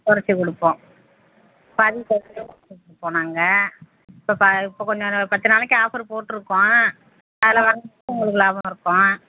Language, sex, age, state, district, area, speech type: Tamil, female, 45-60, Tamil Nadu, Virudhunagar, rural, conversation